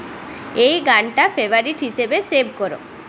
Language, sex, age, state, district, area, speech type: Bengali, female, 18-30, West Bengal, Purulia, urban, read